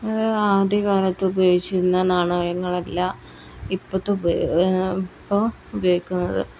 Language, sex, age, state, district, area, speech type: Malayalam, female, 18-30, Kerala, Palakkad, rural, spontaneous